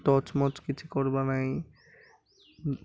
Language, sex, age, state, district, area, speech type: Odia, male, 18-30, Odisha, Malkangiri, urban, spontaneous